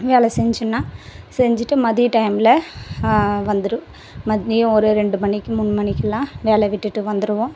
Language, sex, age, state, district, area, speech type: Tamil, female, 18-30, Tamil Nadu, Tiruvannamalai, rural, spontaneous